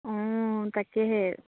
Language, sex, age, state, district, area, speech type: Assamese, female, 18-30, Assam, Charaideo, rural, conversation